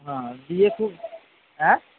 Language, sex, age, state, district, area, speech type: Bengali, male, 30-45, West Bengal, Purba Bardhaman, urban, conversation